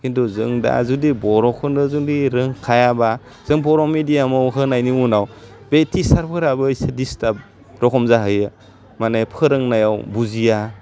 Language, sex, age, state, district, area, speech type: Bodo, male, 30-45, Assam, Udalguri, rural, spontaneous